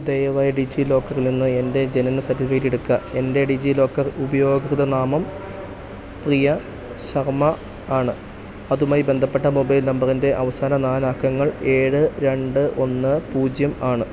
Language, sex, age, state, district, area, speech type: Malayalam, male, 30-45, Kerala, Idukki, rural, read